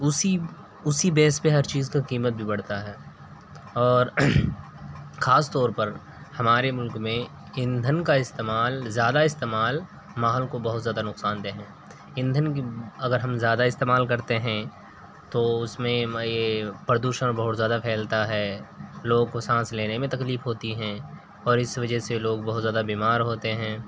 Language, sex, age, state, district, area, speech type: Urdu, male, 18-30, Uttar Pradesh, Siddharthnagar, rural, spontaneous